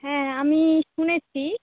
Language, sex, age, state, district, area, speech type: Bengali, female, 18-30, West Bengal, Uttar Dinajpur, urban, conversation